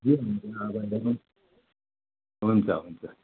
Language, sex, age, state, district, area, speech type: Nepali, male, 45-60, West Bengal, Darjeeling, rural, conversation